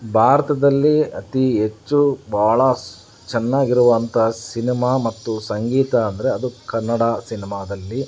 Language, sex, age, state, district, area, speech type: Kannada, male, 30-45, Karnataka, Davanagere, rural, spontaneous